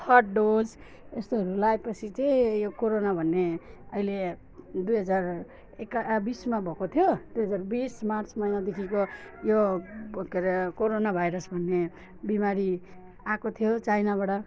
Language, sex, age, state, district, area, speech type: Nepali, female, 45-60, West Bengal, Alipurduar, rural, spontaneous